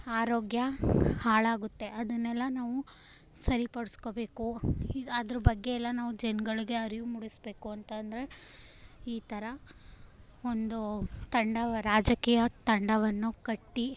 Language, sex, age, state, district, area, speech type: Kannada, female, 18-30, Karnataka, Chamarajanagar, urban, spontaneous